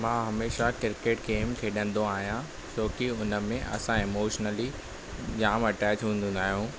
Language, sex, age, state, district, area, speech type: Sindhi, male, 18-30, Maharashtra, Thane, urban, spontaneous